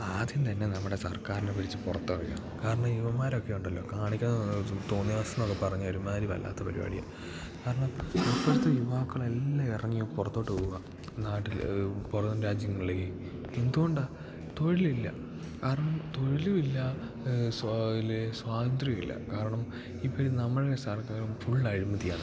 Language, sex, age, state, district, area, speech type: Malayalam, male, 18-30, Kerala, Idukki, rural, spontaneous